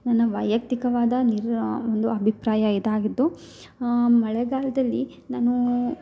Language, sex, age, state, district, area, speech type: Kannada, female, 30-45, Karnataka, Hassan, rural, spontaneous